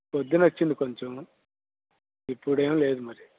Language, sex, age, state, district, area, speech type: Telugu, male, 45-60, Andhra Pradesh, Bapatla, rural, conversation